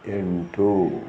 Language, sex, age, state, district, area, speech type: Kannada, male, 60+, Karnataka, Shimoga, rural, read